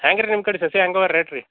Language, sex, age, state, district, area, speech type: Kannada, male, 18-30, Karnataka, Gulbarga, rural, conversation